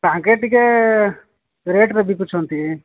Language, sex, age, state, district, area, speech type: Odia, male, 45-60, Odisha, Nabarangpur, rural, conversation